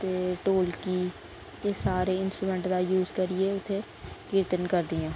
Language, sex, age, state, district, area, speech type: Dogri, female, 45-60, Jammu and Kashmir, Reasi, rural, spontaneous